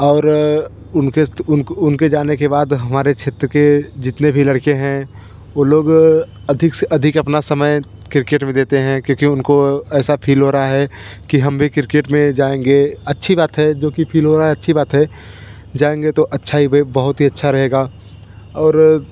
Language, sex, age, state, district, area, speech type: Hindi, male, 30-45, Uttar Pradesh, Bhadohi, rural, spontaneous